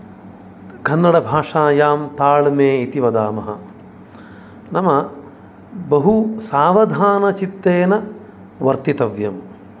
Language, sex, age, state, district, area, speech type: Sanskrit, male, 45-60, Karnataka, Dakshina Kannada, rural, spontaneous